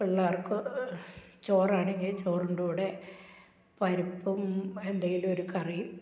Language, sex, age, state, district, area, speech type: Malayalam, female, 60+, Kerala, Malappuram, rural, spontaneous